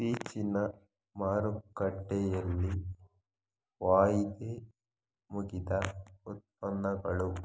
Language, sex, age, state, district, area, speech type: Kannada, male, 45-60, Karnataka, Chikkaballapur, rural, read